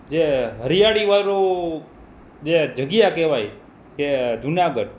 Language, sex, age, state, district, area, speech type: Gujarati, male, 30-45, Gujarat, Rajkot, urban, spontaneous